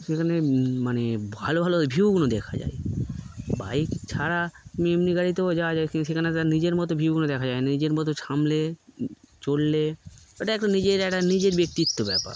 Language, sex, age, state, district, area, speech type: Bengali, male, 18-30, West Bengal, Darjeeling, urban, spontaneous